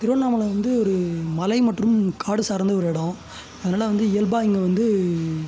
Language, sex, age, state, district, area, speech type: Tamil, male, 18-30, Tamil Nadu, Tiruvannamalai, rural, spontaneous